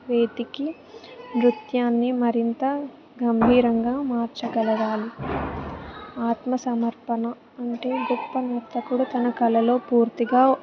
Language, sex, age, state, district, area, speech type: Telugu, female, 18-30, Telangana, Ranga Reddy, rural, spontaneous